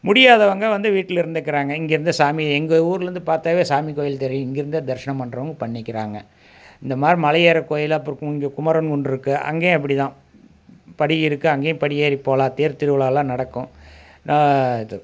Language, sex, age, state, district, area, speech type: Tamil, male, 45-60, Tamil Nadu, Coimbatore, rural, spontaneous